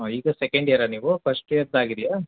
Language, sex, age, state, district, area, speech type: Kannada, male, 30-45, Karnataka, Hassan, urban, conversation